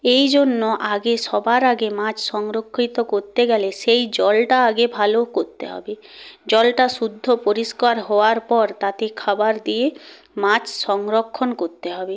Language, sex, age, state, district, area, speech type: Bengali, female, 18-30, West Bengal, Purba Medinipur, rural, spontaneous